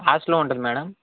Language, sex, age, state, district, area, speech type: Telugu, male, 30-45, Andhra Pradesh, Srikakulam, urban, conversation